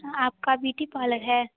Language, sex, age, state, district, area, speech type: Hindi, female, 18-30, Bihar, Darbhanga, rural, conversation